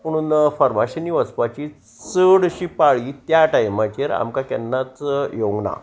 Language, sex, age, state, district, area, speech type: Goan Konkani, male, 60+, Goa, Salcete, rural, spontaneous